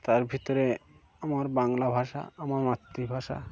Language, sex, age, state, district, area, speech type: Bengali, male, 30-45, West Bengal, Birbhum, urban, spontaneous